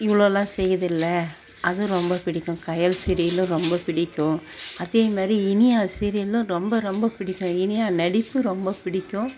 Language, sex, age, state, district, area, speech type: Tamil, female, 60+, Tamil Nadu, Mayiladuthurai, rural, spontaneous